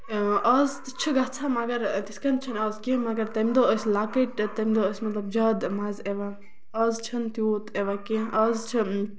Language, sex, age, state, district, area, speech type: Kashmiri, female, 30-45, Jammu and Kashmir, Bandipora, rural, spontaneous